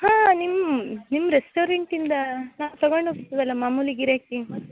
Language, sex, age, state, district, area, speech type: Kannada, female, 30-45, Karnataka, Uttara Kannada, rural, conversation